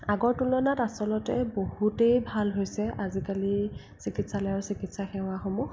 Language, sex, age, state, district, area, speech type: Assamese, female, 18-30, Assam, Sonitpur, rural, spontaneous